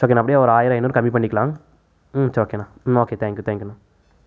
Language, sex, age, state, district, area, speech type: Tamil, male, 18-30, Tamil Nadu, Erode, rural, spontaneous